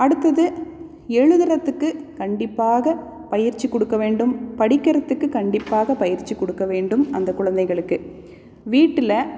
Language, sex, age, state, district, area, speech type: Tamil, female, 30-45, Tamil Nadu, Salem, urban, spontaneous